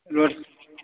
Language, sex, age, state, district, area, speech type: Maithili, male, 18-30, Bihar, Supaul, rural, conversation